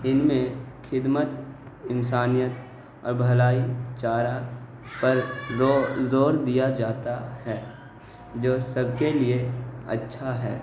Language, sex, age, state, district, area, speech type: Urdu, male, 18-30, Bihar, Gaya, urban, spontaneous